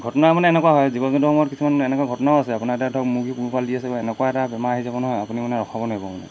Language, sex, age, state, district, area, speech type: Assamese, male, 45-60, Assam, Golaghat, rural, spontaneous